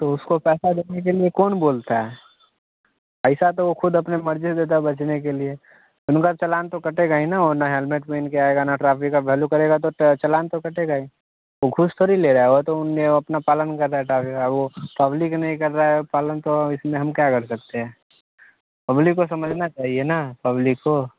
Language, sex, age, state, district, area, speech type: Hindi, male, 18-30, Bihar, Muzaffarpur, rural, conversation